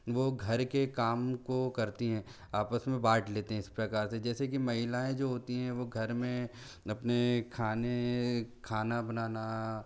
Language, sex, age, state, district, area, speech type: Hindi, male, 18-30, Madhya Pradesh, Bhopal, urban, spontaneous